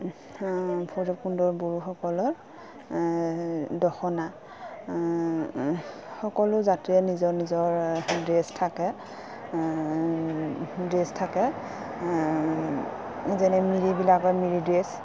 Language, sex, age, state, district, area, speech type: Assamese, female, 30-45, Assam, Udalguri, rural, spontaneous